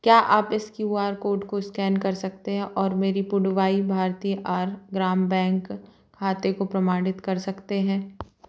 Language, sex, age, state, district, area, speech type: Hindi, female, 30-45, Madhya Pradesh, Jabalpur, urban, read